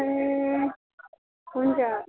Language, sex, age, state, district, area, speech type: Nepali, female, 18-30, West Bengal, Darjeeling, rural, conversation